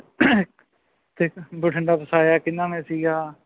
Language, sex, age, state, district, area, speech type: Punjabi, male, 30-45, Punjab, Bathinda, rural, conversation